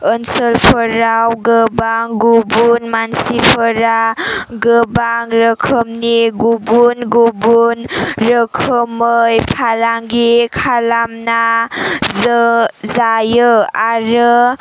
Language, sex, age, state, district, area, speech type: Bodo, female, 30-45, Assam, Chirang, rural, spontaneous